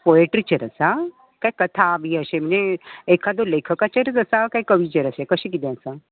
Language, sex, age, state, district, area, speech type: Goan Konkani, female, 60+, Goa, Bardez, urban, conversation